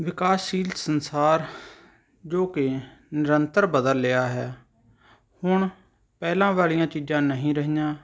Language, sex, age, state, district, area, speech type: Punjabi, male, 30-45, Punjab, Rupnagar, urban, spontaneous